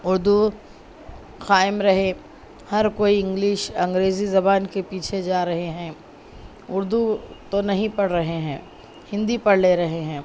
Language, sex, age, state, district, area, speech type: Urdu, female, 30-45, Telangana, Hyderabad, urban, spontaneous